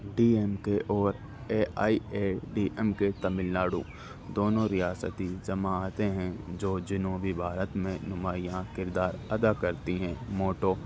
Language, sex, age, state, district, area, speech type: Urdu, male, 30-45, Delhi, North East Delhi, urban, spontaneous